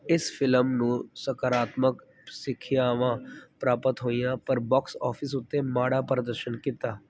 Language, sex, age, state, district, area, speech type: Punjabi, male, 30-45, Punjab, Kapurthala, urban, read